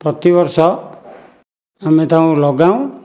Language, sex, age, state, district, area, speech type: Odia, male, 60+, Odisha, Jajpur, rural, spontaneous